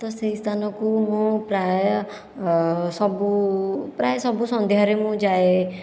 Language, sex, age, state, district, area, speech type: Odia, female, 45-60, Odisha, Khordha, rural, spontaneous